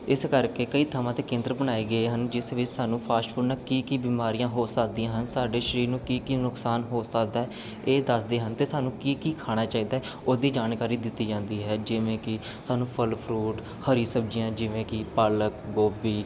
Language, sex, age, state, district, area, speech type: Punjabi, male, 30-45, Punjab, Amritsar, urban, spontaneous